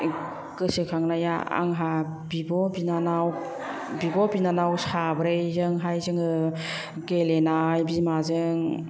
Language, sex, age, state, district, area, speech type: Bodo, female, 45-60, Assam, Kokrajhar, urban, spontaneous